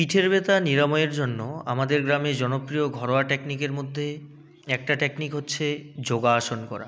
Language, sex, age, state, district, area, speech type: Bengali, male, 18-30, West Bengal, Jalpaiguri, rural, spontaneous